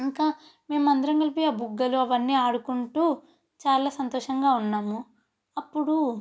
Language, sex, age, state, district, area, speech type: Telugu, female, 18-30, Telangana, Nalgonda, urban, spontaneous